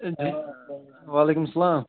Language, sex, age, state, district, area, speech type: Kashmiri, female, 30-45, Jammu and Kashmir, Srinagar, urban, conversation